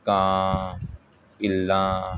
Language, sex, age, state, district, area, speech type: Punjabi, male, 18-30, Punjab, Gurdaspur, urban, spontaneous